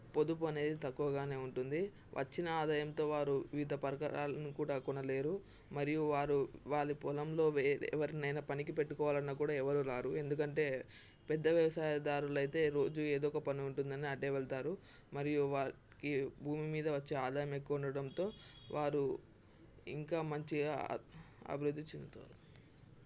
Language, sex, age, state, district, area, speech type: Telugu, male, 18-30, Telangana, Mancherial, rural, spontaneous